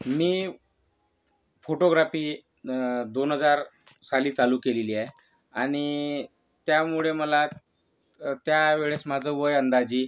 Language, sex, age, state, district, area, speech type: Marathi, male, 30-45, Maharashtra, Yavatmal, urban, spontaneous